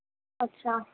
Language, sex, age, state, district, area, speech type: Urdu, female, 30-45, Uttar Pradesh, Gautam Buddha Nagar, urban, conversation